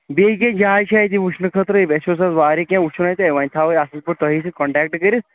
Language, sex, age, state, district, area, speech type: Kashmiri, male, 18-30, Jammu and Kashmir, Shopian, urban, conversation